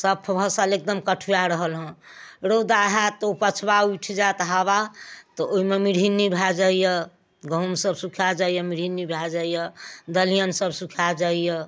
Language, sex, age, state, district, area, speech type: Maithili, female, 60+, Bihar, Darbhanga, rural, spontaneous